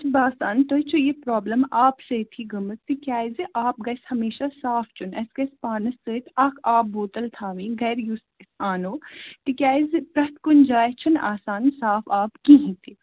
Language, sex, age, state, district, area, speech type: Kashmiri, female, 18-30, Jammu and Kashmir, Baramulla, rural, conversation